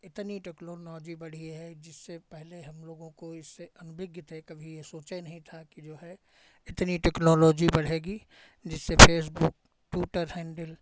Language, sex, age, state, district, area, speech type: Hindi, male, 60+, Uttar Pradesh, Hardoi, rural, spontaneous